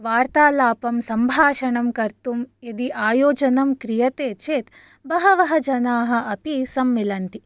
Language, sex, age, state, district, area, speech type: Sanskrit, female, 18-30, Karnataka, Shimoga, urban, spontaneous